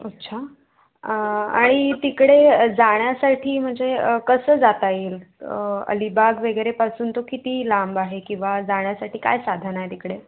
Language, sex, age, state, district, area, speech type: Marathi, female, 18-30, Maharashtra, Raigad, rural, conversation